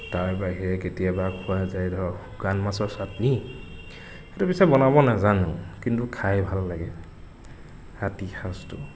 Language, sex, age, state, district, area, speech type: Assamese, male, 18-30, Assam, Nagaon, rural, spontaneous